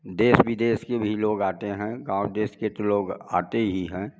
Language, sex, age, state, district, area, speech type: Hindi, male, 60+, Uttar Pradesh, Prayagraj, rural, spontaneous